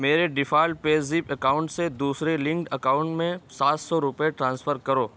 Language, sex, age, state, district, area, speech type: Urdu, male, 18-30, Uttar Pradesh, Saharanpur, urban, read